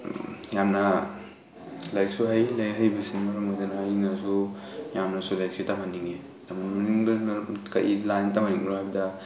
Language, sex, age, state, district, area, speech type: Manipuri, male, 18-30, Manipur, Tengnoupal, rural, spontaneous